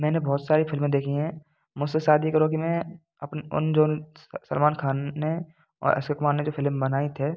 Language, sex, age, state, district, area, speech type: Hindi, male, 18-30, Rajasthan, Bharatpur, rural, spontaneous